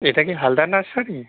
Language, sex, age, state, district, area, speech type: Bengali, male, 30-45, West Bengal, North 24 Parganas, urban, conversation